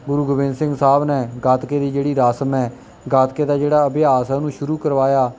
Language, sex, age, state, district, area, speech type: Punjabi, male, 18-30, Punjab, Kapurthala, rural, spontaneous